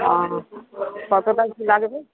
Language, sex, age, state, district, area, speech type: Bengali, female, 30-45, West Bengal, Uttar Dinajpur, urban, conversation